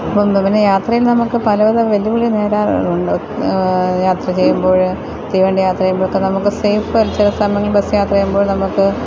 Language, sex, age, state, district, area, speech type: Malayalam, female, 45-60, Kerala, Thiruvananthapuram, rural, spontaneous